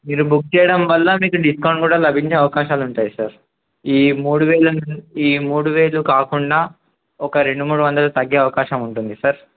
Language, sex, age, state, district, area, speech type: Telugu, male, 18-30, Telangana, Adilabad, rural, conversation